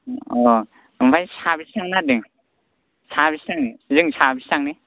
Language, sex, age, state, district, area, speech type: Bodo, male, 18-30, Assam, Kokrajhar, rural, conversation